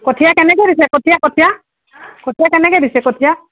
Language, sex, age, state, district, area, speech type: Assamese, female, 45-60, Assam, Golaghat, rural, conversation